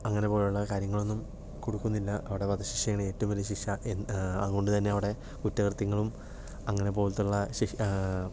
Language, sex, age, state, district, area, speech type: Malayalam, male, 18-30, Kerala, Palakkad, urban, spontaneous